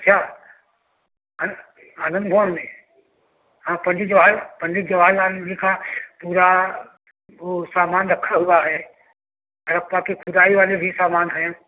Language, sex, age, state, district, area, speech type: Hindi, male, 60+, Uttar Pradesh, Prayagraj, rural, conversation